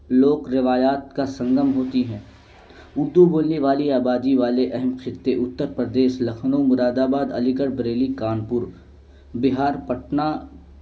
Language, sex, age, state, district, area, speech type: Urdu, male, 18-30, Uttar Pradesh, Balrampur, rural, spontaneous